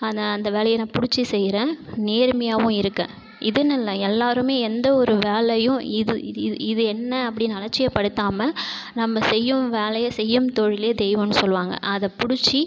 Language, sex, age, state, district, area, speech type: Tamil, male, 30-45, Tamil Nadu, Cuddalore, rural, spontaneous